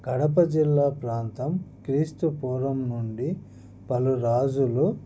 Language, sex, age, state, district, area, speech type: Telugu, male, 30-45, Andhra Pradesh, Annamaya, rural, spontaneous